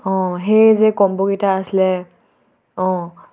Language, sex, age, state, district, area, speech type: Assamese, female, 18-30, Assam, Tinsukia, urban, spontaneous